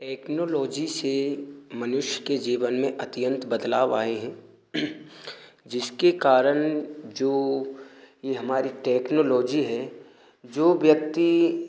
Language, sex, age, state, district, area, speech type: Hindi, male, 18-30, Rajasthan, Bharatpur, rural, spontaneous